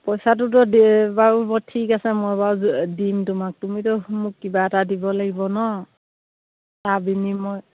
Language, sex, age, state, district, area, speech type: Assamese, female, 60+, Assam, Dibrugarh, rural, conversation